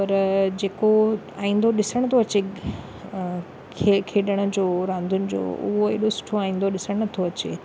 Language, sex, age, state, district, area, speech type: Sindhi, female, 30-45, Maharashtra, Thane, urban, spontaneous